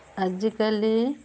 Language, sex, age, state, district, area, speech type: Odia, female, 45-60, Odisha, Sundergarh, urban, spontaneous